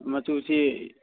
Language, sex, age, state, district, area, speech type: Manipuri, male, 18-30, Manipur, Kangpokpi, urban, conversation